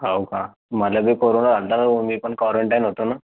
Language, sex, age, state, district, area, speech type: Marathi, male, 18-30, Maharashtra, Buldhana, rural, conversation